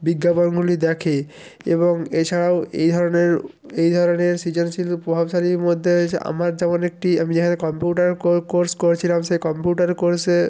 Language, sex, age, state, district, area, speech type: Bengali, male, 30-45, West Bengal, Jalpaiguri, rural, spontaneous